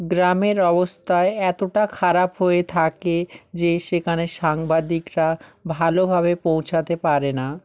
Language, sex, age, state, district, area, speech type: Bengali, male, 18-30, West Bengal, South 24 Parganas, rural, spontaneous